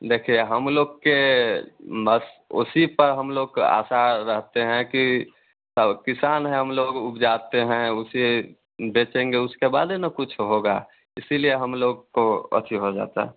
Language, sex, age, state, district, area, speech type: Hindi, male, 18-30, Bihar, Vaishali, rural, conversation